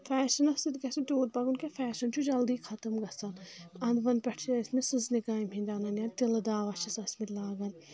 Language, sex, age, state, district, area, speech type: Kashmiri, female, 18-30, Jammu and Kashmir, Anantnag, rural, spontaneous